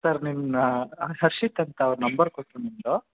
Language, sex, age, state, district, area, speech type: Kannada, male, 18-30, Karnataka, Chikkamagaluru, rural, conversation